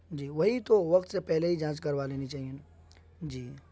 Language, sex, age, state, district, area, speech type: Urdu, male, 30-45, Bihar, East Champaran, urban, spontaneous